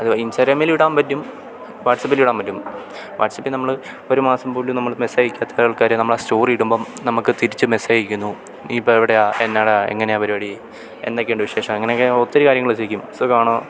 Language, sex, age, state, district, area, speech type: Malayalam, male, 18-30, Kerala, Idukki, rural, spontaneous